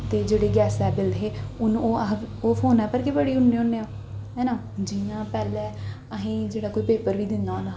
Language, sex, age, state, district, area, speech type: Dogri, female, 18-30, Jammu and Kashmir, Jammu, urban, spontaneous